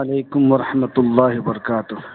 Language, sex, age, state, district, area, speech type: Urdu, male, 60+, Bihar, Madhubani, rural, conversation